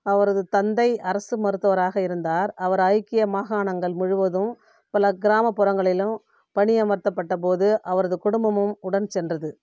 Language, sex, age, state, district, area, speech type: Tamil, female, 45-60, Tamil Nadu, Viluppuram, rural, read